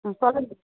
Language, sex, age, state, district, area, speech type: Tamil, female, 30-45, Tamil Nadu, Tirupattur, rural, conversation